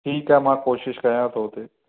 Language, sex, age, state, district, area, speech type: Sindhi, male, 45-60, Maharashtra, Mumbai Suburban, urban, conversation